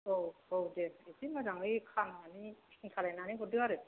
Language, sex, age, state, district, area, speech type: Bodo, female, 60+, Assam, Chirang, rural, conversation